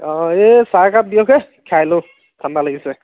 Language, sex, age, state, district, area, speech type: Assamese, male, 30-45, Assam, Dhemaji, rural, conversation